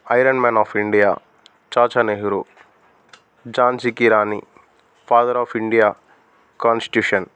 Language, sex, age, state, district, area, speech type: Telugu, male, 30-45, Telangana, Adilabad, rural, spontaneous